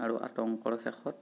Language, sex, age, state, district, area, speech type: Assamese, male, 30-45, Assam, Sonitpur, rural, spontaneous